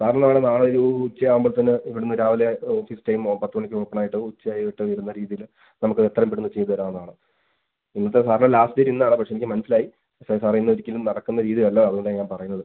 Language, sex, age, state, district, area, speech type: Malayalam, male, 18-30, Kerala, Pathanamthitta, rural, conversation